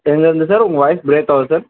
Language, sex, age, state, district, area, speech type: Tamil, male, 18-30, Tamil Nadu, Dharmapuri, rural, conversation